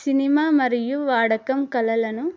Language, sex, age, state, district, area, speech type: Telugu, female, 18-30, Telangana, Adilabad, urban, spontaneous